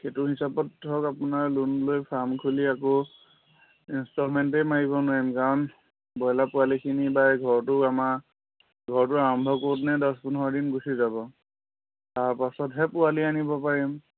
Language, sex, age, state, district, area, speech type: Assamese, male, 30-45, Assam, Majuli, urban, conversation